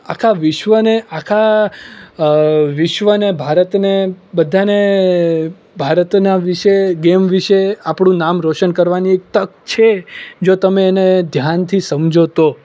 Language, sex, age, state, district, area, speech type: Gujarati, male, 18-30, Gujarat, Surat, urban, spontaneous